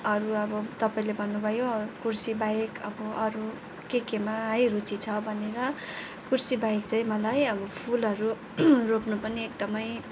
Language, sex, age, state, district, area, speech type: Nepali, female, 45-60, West Bengal, Kalimpong, rural, spontaneous